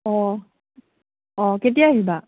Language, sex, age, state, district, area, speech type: Assamese, female, 18-30, Assam, Charaideo, rural, conversation